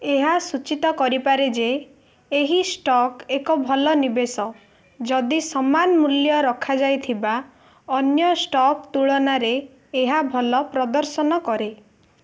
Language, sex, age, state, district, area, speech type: Odia, female, 18-30, Odisha, Ganjam, urban, read